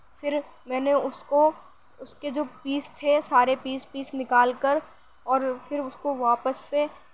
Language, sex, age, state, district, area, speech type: Urdu, female, 18-30, Uttar Pradesh, Gautam Buddha Nagar, rural, spontaneous